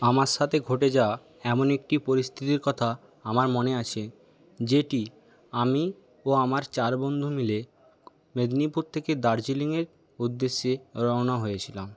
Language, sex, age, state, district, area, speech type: Bengali, male, 60+, West Bengal, Paschim Medinipur, rural, spontaneous